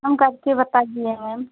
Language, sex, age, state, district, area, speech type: Hindi, female, 45-60, Uttar Pradesh, Pratapgarh, rural, conversation